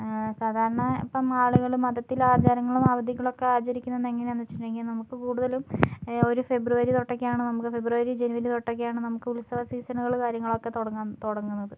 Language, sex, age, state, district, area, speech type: Malayalam, female, 18-30, Kerala, Kozhikode, urban, spontaneous